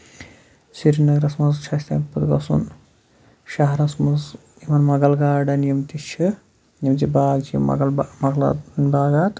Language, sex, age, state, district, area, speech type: Kashmiri, male, 18-30, Jammu and Kashmir, Shopian, rural, spontaneous